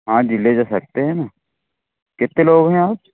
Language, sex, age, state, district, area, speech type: Hindi, male, 30-45, Madhya Pradesh, Seoni, urban, conversation